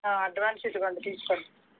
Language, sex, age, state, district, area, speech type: Telugu, female, 60+, Andhra Pradesh, Eluru, rural, conversation